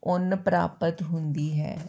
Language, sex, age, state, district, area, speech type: Punjabi, female, 45-60, Punjab, Ludhiana, rural, spontaneous